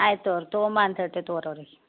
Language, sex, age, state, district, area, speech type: Kannada, female, 60+, Karnataka, Belgaum, rural, conversation